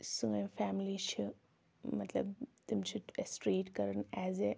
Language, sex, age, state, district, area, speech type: Kashmiri, female, 18-30, Jammu and Kashmir, Kulgam, rural, spontaneous